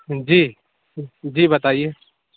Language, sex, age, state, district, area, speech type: Urdu, male, 18-30, Uttar Pradesh, Lucknow, urban, conversation